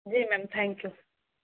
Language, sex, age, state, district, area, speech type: Urdu, female, 18-30, Uttar Pradesh, Balrampur, rural, conversation